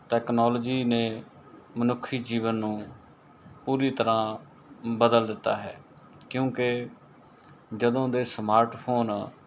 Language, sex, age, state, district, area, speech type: Punjabi, male, 45-60, Punjab, Mohali, urban, spontaneous